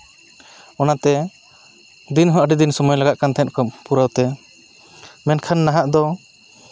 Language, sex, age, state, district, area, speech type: Santali, male, 30-45, West Bengal, Purulia, rural, spontaneous